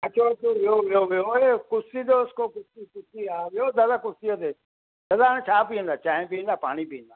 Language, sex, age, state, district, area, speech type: Sindhi, male, 60+, Maharashtra, Mumbai Suburban, urban, conversation